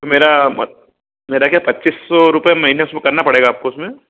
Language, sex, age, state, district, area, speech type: Hindi, male, 45-60, Madhya Pradesh, Ujjain, rural, conversation